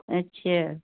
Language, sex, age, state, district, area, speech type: Hindi, female, 60+, Uttar Pradesh, Mau, rural, conversation